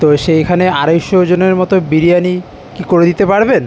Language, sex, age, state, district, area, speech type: Bengali, male, 30-45, West Bengal, Kolkata, urban, spontaneous